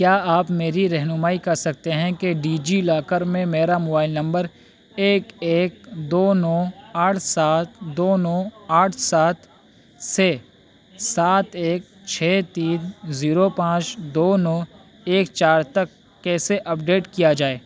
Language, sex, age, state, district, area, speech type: Urdu, male, 18-30, Uttar Pradesh, Saharanpur, urban, read